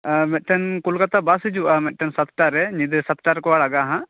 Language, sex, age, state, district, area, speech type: Santali, male, 18-30, West Bengal, Bankura, rural, conversation